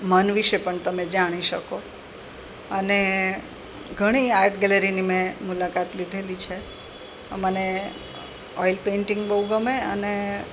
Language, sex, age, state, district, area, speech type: Gujarati, female, 45-60, Gujarat, Rajkot, urban, spontaneous